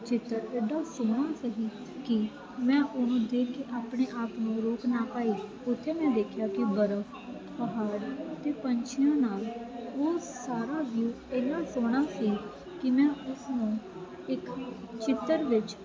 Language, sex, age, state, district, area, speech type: Punjabi, female, 18-30, Punjab, Faridkot, urban, spontaneous